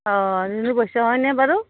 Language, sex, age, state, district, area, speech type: Assamese, female, 45-60, Assam, Udalguri, rural, conversation